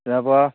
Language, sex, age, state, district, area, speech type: Assamese, male, 18-30, Assam, Dibrugarh, urban, conversation